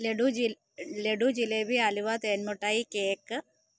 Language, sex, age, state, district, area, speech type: Malayalam, female, 45-60, Kerala, Idukki, rural, spontaneous